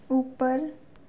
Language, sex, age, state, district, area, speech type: Hindi, female, 18-30, Madhya Pradesh, Chhindwara, urban, read